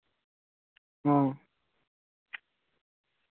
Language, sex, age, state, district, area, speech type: Santali, male, 30-45, West Bengal, Paschim Bardhaman, rural, conversation